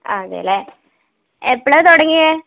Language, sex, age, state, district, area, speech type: Malayalam, female, 18-30, Kerala, Wayanad, rural, conversation